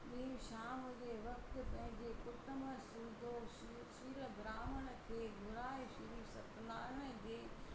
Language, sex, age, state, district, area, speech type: Sindhi, female, 60+, Gujarat, Surat, urban, spontaneous